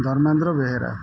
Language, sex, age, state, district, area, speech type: Odia, male, 45-60, Odisha, Jagatsinghpur, urban, spontaneous